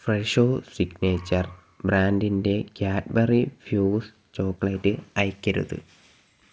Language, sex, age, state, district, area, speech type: Malayalam, male, 18-30, Kerala, Kollam, rural, read